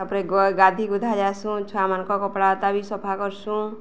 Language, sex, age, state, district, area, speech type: Odia, female, 45-60, Odisha, Balangir, urban, spontaneous